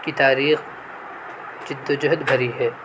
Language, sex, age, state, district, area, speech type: Urdu, male, 18-30, Delhi, South Delhi, urban, spontaneous